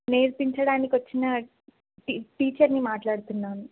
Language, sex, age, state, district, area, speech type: Telugu, female, 18-30, Telangana, Narayanpet, urban, conversation